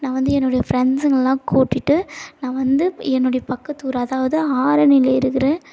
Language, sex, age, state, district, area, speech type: Tamil, female, 18-30, Tamil Nadu, Tiruvannamalai, urban, spontaneous